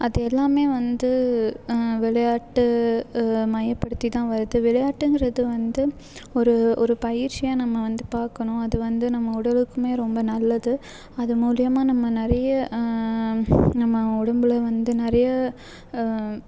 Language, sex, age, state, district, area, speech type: Tamil, female, 18-30, Tamil Nadu, Salem, urban, spontaneous